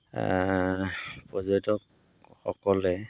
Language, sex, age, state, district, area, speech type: Assamese, male, 45-60, Assam, Golaghat, urban, spontaneous